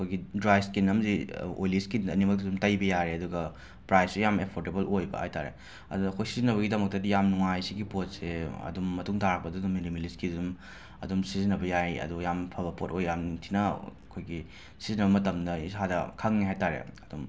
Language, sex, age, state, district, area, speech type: Manipuri, male, 18-30, Manipur, Imphal West, urban, spontaneous